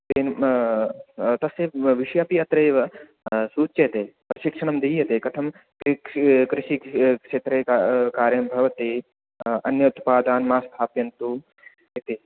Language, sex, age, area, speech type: Sanskrit, male, 18-30, rural, conversation